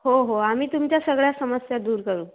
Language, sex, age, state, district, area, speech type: Marathi, female, 18-30, Maharashtra, Akola, rural, conversation